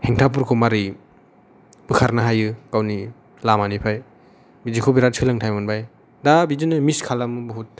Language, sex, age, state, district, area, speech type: Bodo, male, 18-30, Assam, Chirang, urban, spontaneous